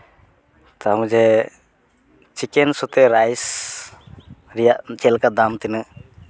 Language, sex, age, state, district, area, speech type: Santali, male, 18-30, West Bengal, Uttar Dinajpur, rural, spontaneous